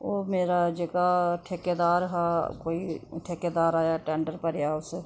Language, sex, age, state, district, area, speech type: Dogri, female, 45-60, Jammu and Kashmir, Udhampur, urban, spontaneous